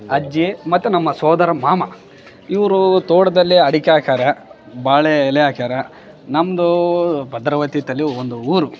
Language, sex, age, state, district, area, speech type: Kannada, male, 18-30, Karnataka, Bellary, rural, spontaneous